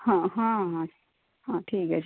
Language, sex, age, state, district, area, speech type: Odia, female, 60+, Odisha, Gajapati, rural, conversation